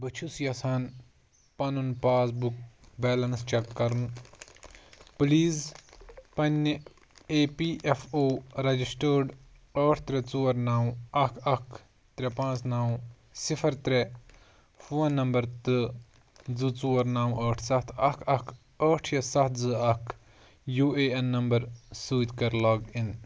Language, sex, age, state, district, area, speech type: Kashmiri, male, 18-30, Jammu and Kashmir, Pulwama, rural, read